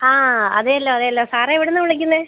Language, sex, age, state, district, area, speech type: Malayalam, female, 45-60, Kerala, Idukki, rural, conversation